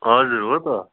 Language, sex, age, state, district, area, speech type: Nepali, male, 30-45, West Bengal, Darjeeling, rural, conversation